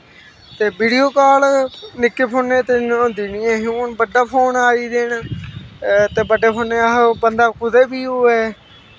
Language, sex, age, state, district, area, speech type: Dogri, male, 18-30, Jammu and Kashmir, Samba, rural, spontaneous